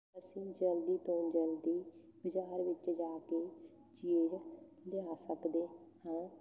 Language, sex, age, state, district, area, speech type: Punjabi, female, 18-30, Punjab, Fatehgarh Sahib, rural, spontaneous